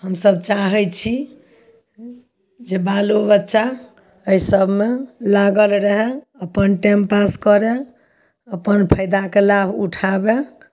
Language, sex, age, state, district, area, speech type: Maithili, female, 45-60, Bihar, Samastipur, rural, spontaneous